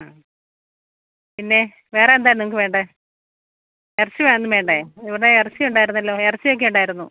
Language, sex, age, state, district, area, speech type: Malayalam, female, 30-45, Kerala, Alappuzha, rural, conversation